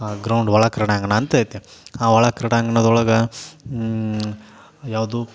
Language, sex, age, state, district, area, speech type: Kannada, male, 30-45, Karnataka, Gadag, rural, spontaneous